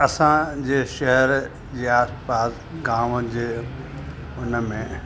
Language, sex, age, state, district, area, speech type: Sindhi, male, 45-60, Uttar Pradesh, Lucknow, rural, spontaneous